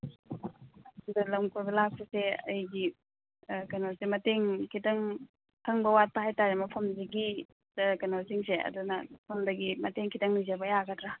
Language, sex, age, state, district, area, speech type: Manipuri, female, 45-60, Manipur, Imphal East, rural, conversation